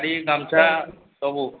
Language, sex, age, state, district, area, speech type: Odia, male, 45-60, Odisha, Nuapada, urban, conversation